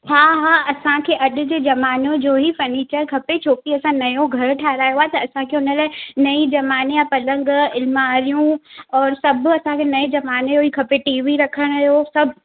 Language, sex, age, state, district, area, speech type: Sindhi, female, 18-30, Madhya Pradesh, Katni, rural, conversation